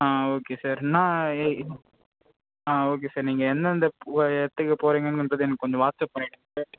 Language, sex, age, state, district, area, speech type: Tamil, male, 18-30, Tamil Nadu, Vellore, rural, conversation